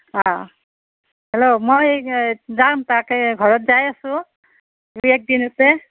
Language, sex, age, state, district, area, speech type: Assamese, female, 45-60, Assam, Nalbari, rural, conversation